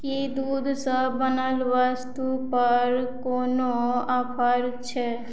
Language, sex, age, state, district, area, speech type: Maithili, female, 30-45, Bihar, Madhubani, rural, read